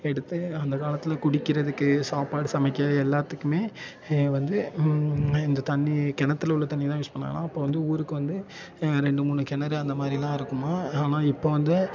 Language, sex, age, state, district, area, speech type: Tamil, male, 18-30, Tamil Nadu, Thanjavur, urban, spontaneous